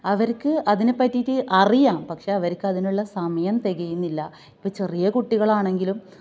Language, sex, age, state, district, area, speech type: Malayalam, female, 30-45, Kerala, Kasaragod, rural, spontaneous